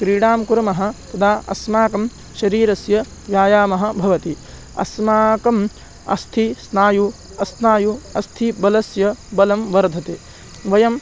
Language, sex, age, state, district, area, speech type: Sanskrit, male, 18-30, Maharashtra, Beed, urban, spontaneous